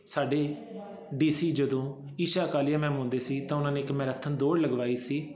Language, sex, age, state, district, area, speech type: Punjabi, male, 30-45, Punjab, Fazilka, urban, spontaneous